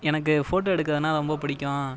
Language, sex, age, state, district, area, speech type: Tamil, male, 30-45, Tamil Nadu, Cuddalore, rural, spontaneous